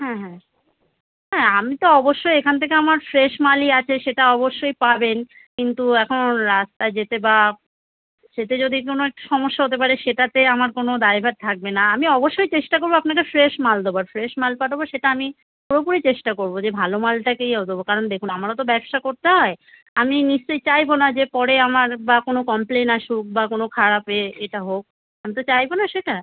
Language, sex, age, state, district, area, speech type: Bengali, female, 30-45, West Bengal, Howrah, urban, conversation